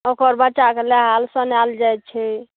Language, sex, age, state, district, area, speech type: Maithili, female, 30-45, Bihar, Saharsa, rural, conversation